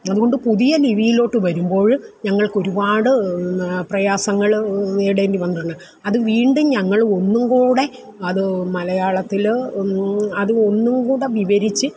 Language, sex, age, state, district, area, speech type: Malayalam, female, 60+, Kerala, Alappuzha, rural, spontaneous